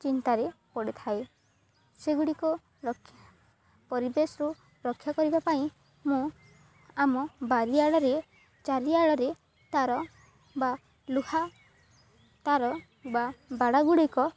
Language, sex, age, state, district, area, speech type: Odia, female, 18-30, Odisha, Balangir, urban, spontaneous